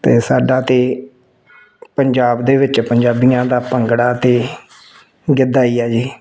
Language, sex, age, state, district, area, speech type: Punjabi, male, 45-60, Punjab, Tarn Taran, rural, spontaneous